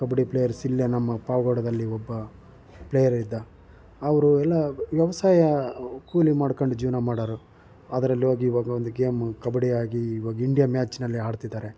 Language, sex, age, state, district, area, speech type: Kannada, male, 45-60, Karnataka, Chitradurga, rural, spontaneous